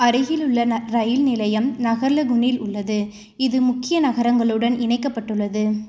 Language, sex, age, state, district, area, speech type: Tamil, female, 18-30, Tamil Nadu, Tiruchirappalli, urban, read